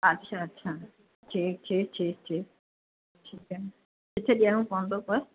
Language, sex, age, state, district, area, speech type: Sindhi, female, 45-60, Uttar Pradesh, Lucknow, rural, conversation